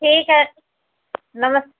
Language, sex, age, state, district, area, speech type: Hindi, female, 45-60, Uttar Pradesh, Mau, urban, conversation